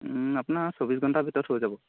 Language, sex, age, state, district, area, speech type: Assamese, male, 30-45, Assam, Golaghat, rural, conversation